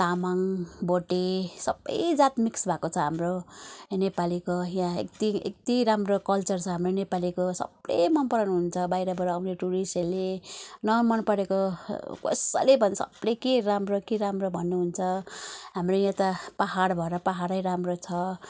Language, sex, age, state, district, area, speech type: Nepali, female, 45-60, West Bengal, Darjeeling, rural, spontaneous